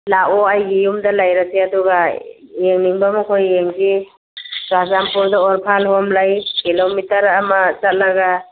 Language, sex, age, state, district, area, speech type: Manipuri, female, 45-60, Manipur, Churachandpur, urban, conversation